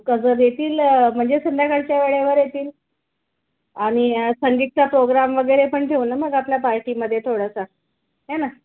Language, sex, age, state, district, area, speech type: Marathi, female, 45-60, Maharashtra, Nagpur, urban, conversation